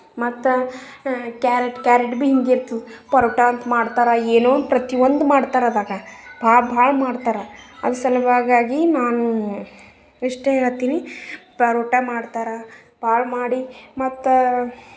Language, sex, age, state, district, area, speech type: Kannada, female, 30-45, Karnataka, Bidar, urban, spontaneous